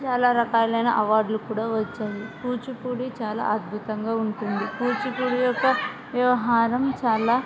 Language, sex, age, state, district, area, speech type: Telugu, female, 30-45, Andhra Pradesh, Kurnool, rural, spontaneous